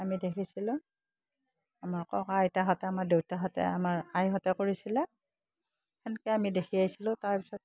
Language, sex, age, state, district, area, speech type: Assamese, female, 60+, Assam, Udalguri, rural, spontaneous